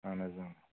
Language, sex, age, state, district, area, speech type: Kashmiri, male, 45-60, Jammu and Kashmir, Bandipora, rural, conversation